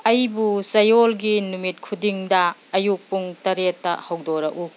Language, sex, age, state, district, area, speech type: Manipuri, female, 45-60, Manipur, Kangpokpi, urban, read